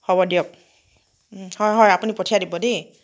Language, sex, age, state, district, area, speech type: Assamese, female, 30-45, Assam, Nagaon, rural, spontaneous